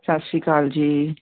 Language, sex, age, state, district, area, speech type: Punjabi, female, 45-60, Punjab, Fazilka, rural, conversation